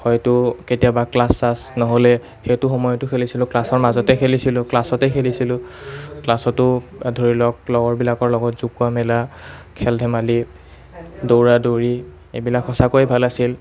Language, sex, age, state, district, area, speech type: Assamese, male, 30-45, Assam, Nalbari, rural, spontaneous